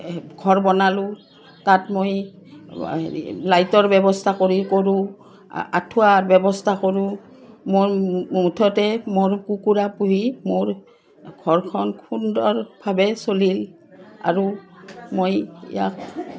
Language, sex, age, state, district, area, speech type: Assamese, female, 45-60, Assam, Udalguri, rural, spontaneous